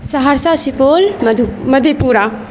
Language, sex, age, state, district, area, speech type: Urdu, female, 30-45, Bihar, Supaul, rural, spontaneous